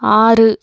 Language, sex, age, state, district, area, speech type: Tamil, female, 18-30, Tamil Nadu, Tirupattur, urban, read